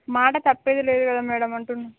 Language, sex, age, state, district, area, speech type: Telugu, female, 60+, Andhra Pradesh, Visakhapatnam, urban, conversation